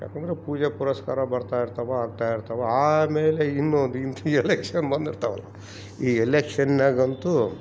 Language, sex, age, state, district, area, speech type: Kannada, male, 45-60, Karnataka, Bellary, rural, spontaneous